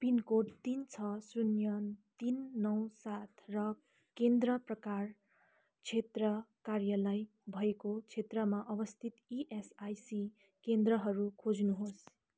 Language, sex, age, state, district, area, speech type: Nepali, female, 18-30, West Bengal, Kalimpong, rural, read